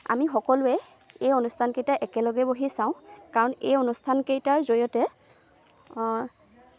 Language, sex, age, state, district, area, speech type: Assamese, female, 18-30, Assam, Lakhimpur, rural, spontaneous